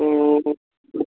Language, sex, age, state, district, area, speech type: Marathi, male, 18-30, Maharashtra, Ahmednagar, rural, conversation